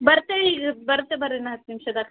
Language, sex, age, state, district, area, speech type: Kannada, female, 18-30, Karnataka, Bidar, urban, conversation